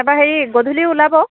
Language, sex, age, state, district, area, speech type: Assamese, female, 45-60, Assam, Dibrugarh, rural, conversation